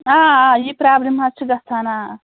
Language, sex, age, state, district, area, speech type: Kashmiri, female, 30-45, Jammu and Kashmir, Pulwama, urban, conversation